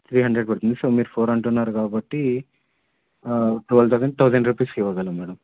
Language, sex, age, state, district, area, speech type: Telugu, male, 18-30, Andhra Pradesh, Anantapur, urban, conversation